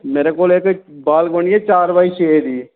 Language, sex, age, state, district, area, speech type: Dogri, male, 30-45, Jammu and Kashmir, Reasi, urban, conversation